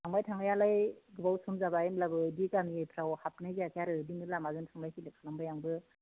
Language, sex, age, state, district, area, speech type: Bodo, female, 30-45, Assam, Chirang, rural, conversation